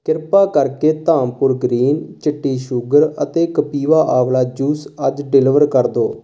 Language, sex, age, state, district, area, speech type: Punjabi, male, 18-30, Punjab, Sangrur, urban, read